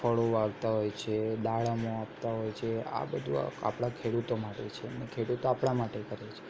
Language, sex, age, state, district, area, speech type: Gujarati, male, 18-30, Gujarat, Aravalli, urban, spontaneous